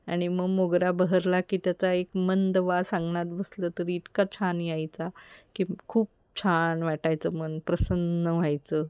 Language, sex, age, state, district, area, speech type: Marathi, female, 45-60, Maharashtra, Kolhapur, urban, spontaneous